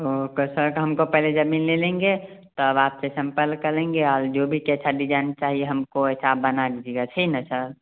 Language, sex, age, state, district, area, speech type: Hindi, male, 18-30, Bihar, Samastipur, rural, conversation